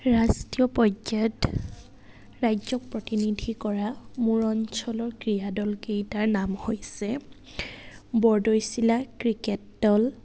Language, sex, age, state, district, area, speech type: Assamese, female, 18-30, Assam, Dibrugarh, rural, spontaneous